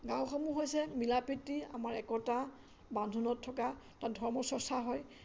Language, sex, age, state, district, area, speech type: Assamese, female, 60+, Assam, Majuli, urban, spontaneous